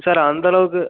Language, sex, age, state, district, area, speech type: Tamil, male, 18-30, Tamil Nadu, Pudukkottai, rural, conversation